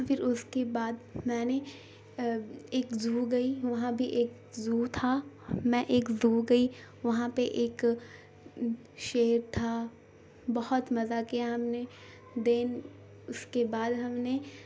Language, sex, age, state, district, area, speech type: Urdu, female, 18-30, Bihar, Gaya, urban, spontaneous